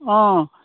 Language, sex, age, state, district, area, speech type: Assamese, male, 60+, Assam, Dhemaji, rural, conversation